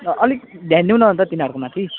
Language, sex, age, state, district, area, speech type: Nepali, male, 18-30, West Bengal, Kalimpong, rural, conversation